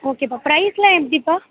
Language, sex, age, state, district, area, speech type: Tamil, female, 18-30, Tamil Nadu, Mayiladuthurai, urban, conversation